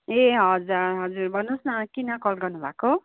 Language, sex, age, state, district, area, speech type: Nepali, female, 30-45, West Bengal, Kalimpong, rural, conversation